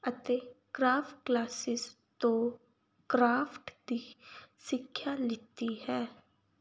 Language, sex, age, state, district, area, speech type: Punjabi, female, 18-30, Punjab, Fazilka, rural, spontaneous